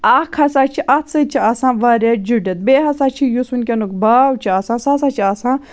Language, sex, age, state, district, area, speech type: Kashmiri, female, 30-45, Jammu and Kashmir, Baramulla, rural, spontaneous